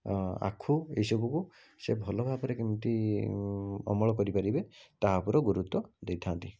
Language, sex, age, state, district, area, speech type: Odia, male, 30-45, Odisha, Cuttack, urban, spontaneous